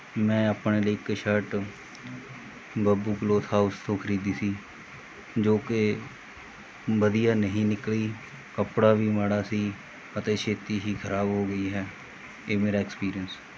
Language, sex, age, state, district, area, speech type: Punjabi, male, 45-60, Punjab, Mohali, rural, spontaneous